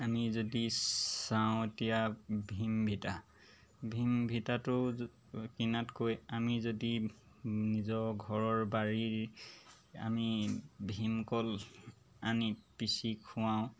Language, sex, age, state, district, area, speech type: Assamese, male, 30-45, Assam, Golaghat, urban, spontaneous